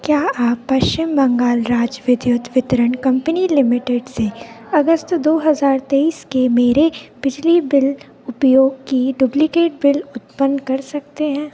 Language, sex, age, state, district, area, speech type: Hindi, female, 18-30, Madhya Pradesh, Narsinghpur, rural, read